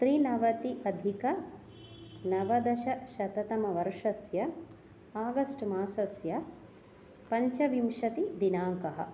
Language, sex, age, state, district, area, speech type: Sanskrit, female, 30-45, Kerala, Ernakulam, urban, spontaneous